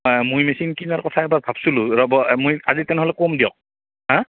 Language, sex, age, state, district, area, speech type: Assamese, male, 45-60, Assam, Goalpara, urban, conversation